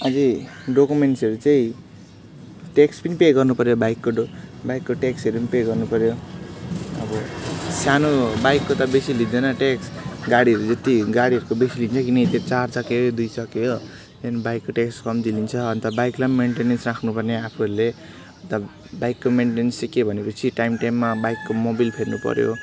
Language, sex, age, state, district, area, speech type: Nepali, male, 18-30, West Bengal, Alipurduar, urban, spontaneous